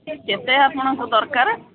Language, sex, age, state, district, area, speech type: Odia, female, 60+, Odisha, Gajapati, rural, conversation